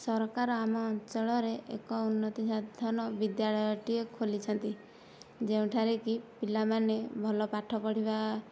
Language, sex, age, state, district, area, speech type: Odia, female, 18-30, Odisha, Nayagarh, rural, spontaneous